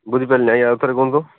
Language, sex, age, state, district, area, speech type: Odia, male, 30-45, Odisha, Malkangiri, urban, conversation